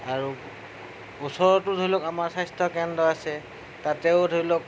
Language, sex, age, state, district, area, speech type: Assamese, male, 30-45, Assam, Darrang, rural, spontaneous